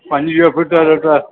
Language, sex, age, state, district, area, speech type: Sindhi, male, 45-60, Uttar Pradesh, Lucknow, rural, conversation